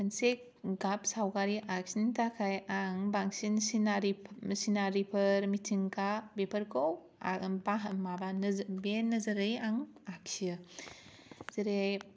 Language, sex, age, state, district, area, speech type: Bodo, female, 18-30, Assam, Kokrajhar, rural, spontaneous